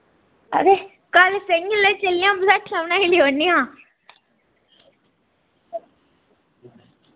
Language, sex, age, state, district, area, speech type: Dogri, female, 18-30, Jammu and Kashmir, Udhampur, rural, conversation